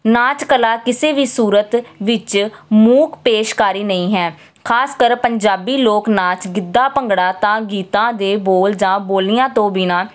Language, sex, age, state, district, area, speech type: Punjabi, female, 18-30, Punjab, Jalandhar, urban, spontaneous